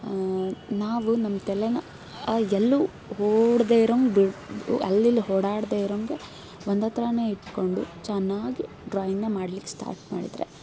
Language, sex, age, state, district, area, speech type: Kannada, female, 18-30, Karnataka, Koppal, urban, spontaneous